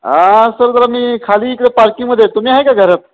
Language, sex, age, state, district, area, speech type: Marathi, male, 30-45, Maharashtra, Satara, urban, conversation